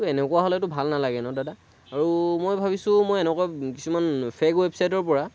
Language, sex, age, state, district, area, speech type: Assamese, male, 18-30, Assam, Lakhimpur, rural, spontaneous